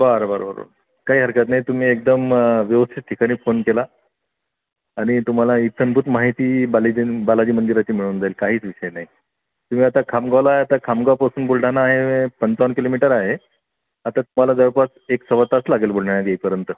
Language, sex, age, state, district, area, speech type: Marathi, male, 45-60, Maharashtra, Buldhana, rural, conversation